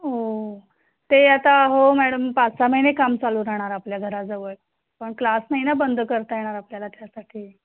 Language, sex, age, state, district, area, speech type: Marathi, female, 30-45, Maharashtra, Kolhapur, urban, conversation